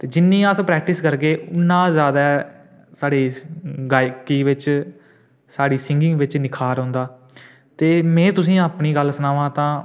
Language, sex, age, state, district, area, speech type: Dogri, male, 18-30, Jammu and Kashmir, Udhampur, urban, spontaneous